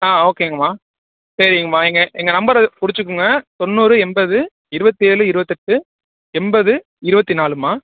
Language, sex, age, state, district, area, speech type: Tamil, male, 18-30, Tamil Nadu, Thanjavur, rural, conversation